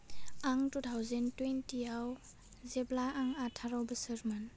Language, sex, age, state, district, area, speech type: Bodo, female, 18-30, Assam, Udalguri, urban, spontaneous